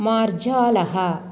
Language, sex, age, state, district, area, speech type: Sanskrit, female, 60+, Tamil Nadu, Thanjavur, urban, read